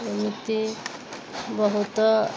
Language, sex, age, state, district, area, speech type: Odia, female, 30-45, Odisha, Malkangiri, urban, spontaneous